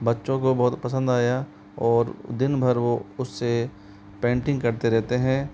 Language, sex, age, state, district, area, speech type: Hindi, male, 45-60, Rajasthan, Jaipur, urban, spontaneous